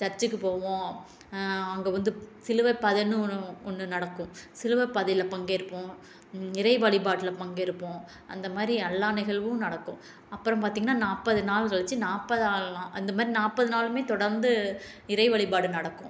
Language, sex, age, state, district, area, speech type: Tamil, female, 30-45, Tamil Nadu, Tiruchirappalli, rural, spontaneous